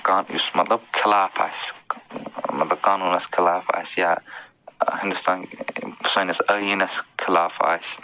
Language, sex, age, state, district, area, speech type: Kashmiri, male, 45-60, Jammu and Kashmir, Budgam, urban, spontaneous